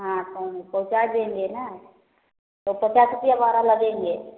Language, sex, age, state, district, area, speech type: Hindi, female, 30-45, Uttar Pradesh, Prayagraj, rural, conversation